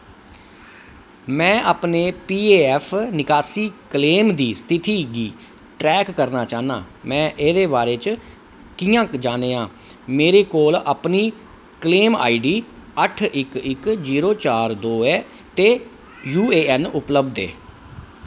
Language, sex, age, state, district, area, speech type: Dogri, male, 45-60, Jammu and Kashmir, Kathua, urban, read